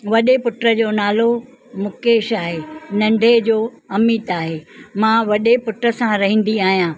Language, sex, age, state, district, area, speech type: Sindhi, female, 60+, Maharashtra, Thane, urban, spontaneous